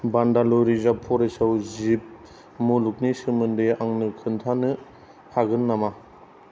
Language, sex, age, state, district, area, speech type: Bodo, male, 45-60, Assam, Kokrajhar, rural, read